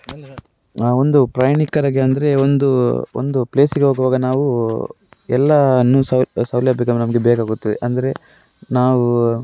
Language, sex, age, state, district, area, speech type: Kannada, male, 30-45, Karnataka, Dakshina Kannada, rural, spontaneous